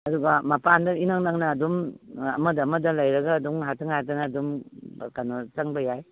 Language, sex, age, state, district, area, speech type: Manipuri, female, 60+, Manipur, Imphal East, rural, conversation